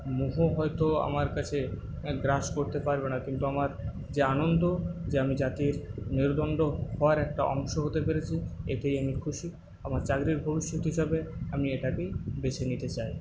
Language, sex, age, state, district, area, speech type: Bengali, male, 45-60, West Bengal, Paschim Medinipur, rural, spontaneous